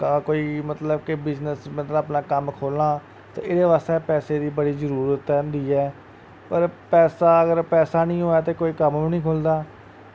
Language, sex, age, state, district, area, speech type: Dogri, male, 30-45, Jammu and Kashmir, Samba, rural, spontaneous